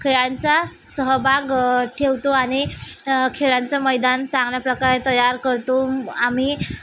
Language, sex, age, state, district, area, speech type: Marathi, female, 30-45, Maharashtra, Nagpur, urban, spontaneous